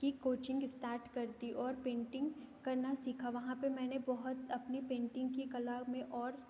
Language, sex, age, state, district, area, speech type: Hindi, female, 18-30, Madhya Pradesh, Betul, urban, spontaneous